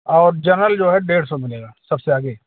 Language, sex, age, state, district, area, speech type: Hindi, male, 60+, Uttar Pradesh, Jaunpur, rural, conversation